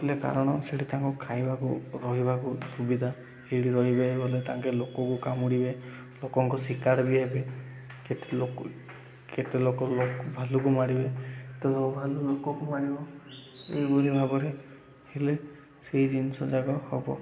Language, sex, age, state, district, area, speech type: Odia, male, 18-30, Odisha, Koraput, urban, spontaneous